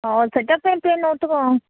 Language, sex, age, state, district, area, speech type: Odia, female, 18-30, Odisha, Koraput, urban, conversation